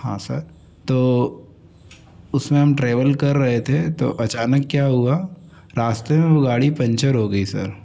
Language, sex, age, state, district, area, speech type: Hindi, male, 18-30, Madhya Pradesh, Bhopal, urban, spontaneous